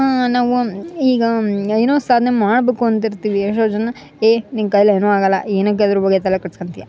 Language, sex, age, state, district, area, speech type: Kannada, female, 18-30, Karnataka, Koppal, rural, spontaneous